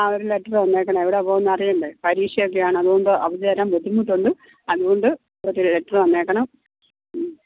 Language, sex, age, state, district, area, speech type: Malayalam, female, 45-60, Kerala, Pathanamthitta, rural, conversation